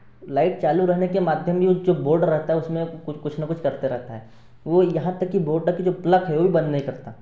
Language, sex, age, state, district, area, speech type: Hindi, male, 18-30, Madhya Pradesh, Betul, urban, spontaneous